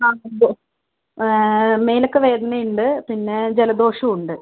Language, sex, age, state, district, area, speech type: Malayalam, female, 18-30, Kerala, Wayanad, rural, conversation